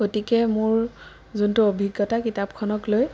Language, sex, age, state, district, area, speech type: Assamese, female, 18-30, Assam, Sonitpur, rural, spontaneous